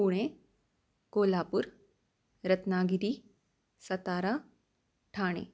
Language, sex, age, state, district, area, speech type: Marathi, female, 18-30, Maharashtra, Pune, urban, spontaneous